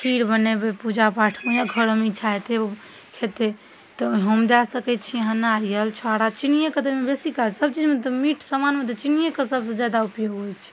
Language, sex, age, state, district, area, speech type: Maithili, female, 18-30, Bihar, Darbhanga, rural, spontaneous